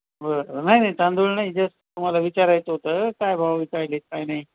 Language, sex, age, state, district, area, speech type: Marathi, male, 30-45, Maharashtra, Nanded, rural, conversation